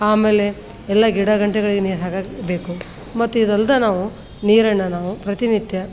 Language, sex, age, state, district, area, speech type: Kannada, female, 60+, Karnataka, Koppal, rural, spontaneous